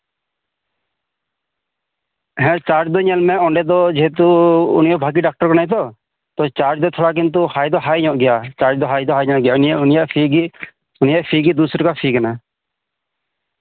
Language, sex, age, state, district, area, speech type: Santali, male, 18-30, West Bengal, Birbhum, rural, conversation